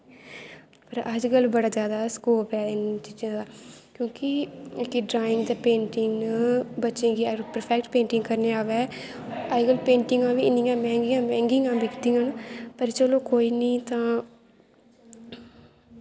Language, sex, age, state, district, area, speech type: Dogri, female, 18-30, Jammu and Kashmir, Kathua, rural, spontaneous